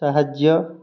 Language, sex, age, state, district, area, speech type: Odia, male, 18-30, Odisha, Jagatsinghpur, rural, read